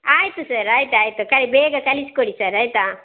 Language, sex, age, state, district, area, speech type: Kannada, female, 60+, Karnataka, Dakshina Kannada, rural, conversation